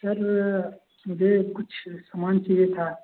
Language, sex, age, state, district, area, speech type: Hindi, male, 30-45, Uttar Pradesh, Mau, rural, conversation